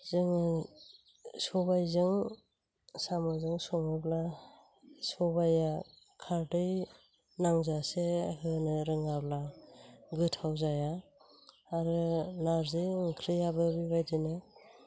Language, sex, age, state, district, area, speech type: Bodo, female, 45-60, Assam, Chirang, rural, spontaneous